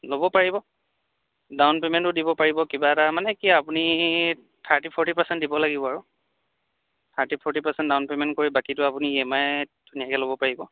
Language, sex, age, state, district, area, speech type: Assamese, male, 30-45, Assam, Dhemaji, urban, conversation